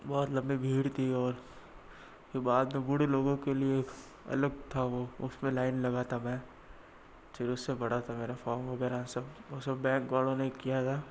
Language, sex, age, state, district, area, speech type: Hindi, male, 60+, Rajasthan, Jodhpur, urban, spontaneous